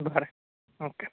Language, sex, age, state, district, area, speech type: Goan Konkani, male, 18-30, Goa, Bardez, urban, conversation